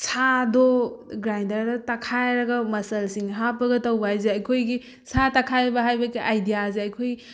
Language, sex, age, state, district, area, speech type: Manipuri, female, 18-30, Manipur, Thoubal, rural, spontaneous